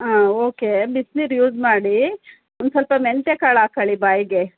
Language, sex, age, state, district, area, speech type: Kannada, female, 45-60, Karnataka, Hassan, urban, conversation